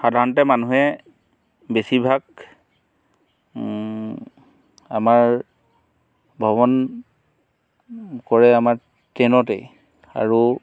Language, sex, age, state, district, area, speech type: Assamese, male, 45-60, Assam, Golaghat, urban, spontaneous